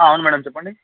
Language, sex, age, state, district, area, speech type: Telugu, male, 18-30, Andhra Pradesh, Anantapur, urban, conversation